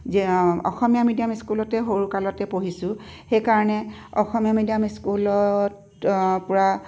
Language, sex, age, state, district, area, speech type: Assamese, female, 45-60, Assam, Tinsukia, rural, spontaneous